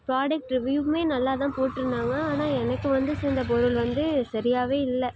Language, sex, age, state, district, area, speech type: Tamil, female, 18-30, Tamil Nadu, Nagapattinam, rural, spontaneous